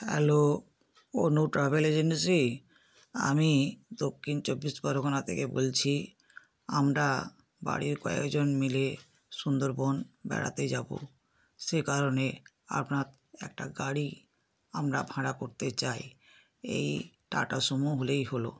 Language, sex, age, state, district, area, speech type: Bengali, female, 60+, West Bengal, South 24 Parganas, rural, spontaneous